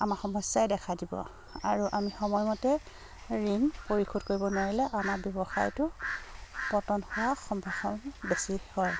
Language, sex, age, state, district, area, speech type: Assamese, female, 45-60, Assam, Dibrugarh, rural, spontaneous